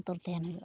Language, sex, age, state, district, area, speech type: Santali, female, 30-45, West Bengal, Uttar Dinajpur, rural, spontaneous